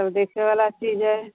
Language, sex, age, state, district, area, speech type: Hindi, female, 45-60, Bihar, Vaishali, rural, conversation